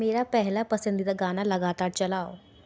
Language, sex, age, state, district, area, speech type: Hindi, female, 18-30, Madhya Pradesh, Gwalior, urban, read